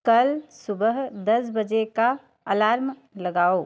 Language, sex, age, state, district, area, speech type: Hindi, female, 18-30, Madhya Pradesh, Ujjain, rural, read